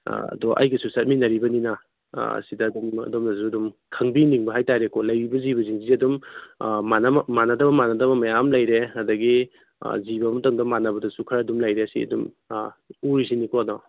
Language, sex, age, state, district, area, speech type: Manipuri, male, 30-45, Manipur, Kangpokpi, urban, conversation